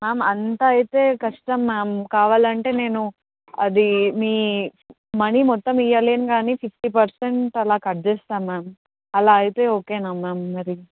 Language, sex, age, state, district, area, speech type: Telugu, female, 18-30, Telangana, Karimnagar, urban, conversation